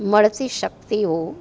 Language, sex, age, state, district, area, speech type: Gujarati, female, 45-60, Gujarat, Amreli, urban, spontaneous